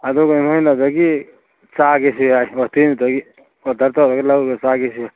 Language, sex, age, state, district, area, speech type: Manipuri, male, 30-45, Manipur, Churachandpur, rural, conversation